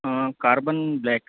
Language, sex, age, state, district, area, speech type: Hindi, male, 30-45, Madhya Pradesh, Bhopal, urban, conversation